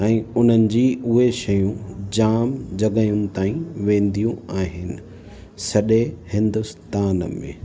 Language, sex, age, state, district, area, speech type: Sindhi, male, 30-45, Gujarat, Kutch, rural, spontaneous